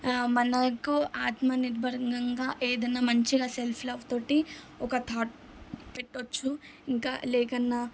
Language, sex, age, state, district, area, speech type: Telugu, female, 18-30, Telangana, Ranga Reddy, urban, spontaneous